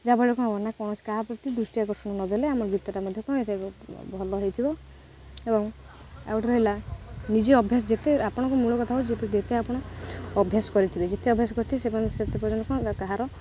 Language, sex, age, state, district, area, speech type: Odia, female, 18-30, Odisha, Jagatsinghpur, rural, spontaneous